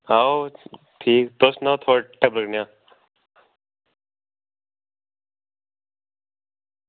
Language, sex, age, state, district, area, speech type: Dogri, male, 30-45, Jammu and Kashmir, Udhampur, rural, conversation